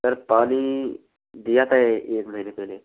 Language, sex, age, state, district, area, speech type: Hindi, male, 18-30, Rajasthan, Bharatpur, rural, conversation